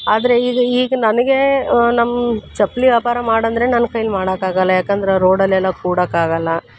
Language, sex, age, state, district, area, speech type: Kannada, female, 30-45, Karnataka, Koppal, rural, spontaneous